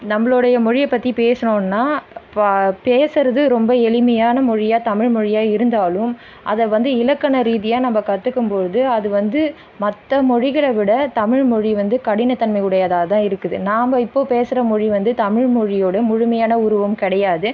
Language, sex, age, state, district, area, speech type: Tamil, female, 30-45, Tamil Nadu, Viluppuram, urban, spontaneous